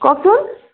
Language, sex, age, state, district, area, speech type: Assamese, female, 45-60, Assam, Charaideo, urban, conversation